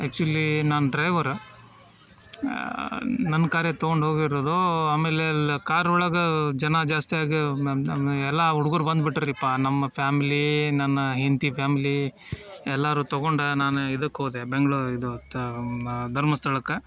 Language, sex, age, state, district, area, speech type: Kannada, male, 30-45, Karnataka, Dharwad, urban, spontaneous